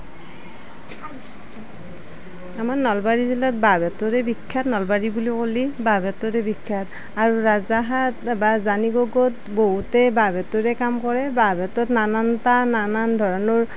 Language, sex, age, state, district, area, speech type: Assamese, female, 45-60, Assam, Nalbari, rural, spontaneous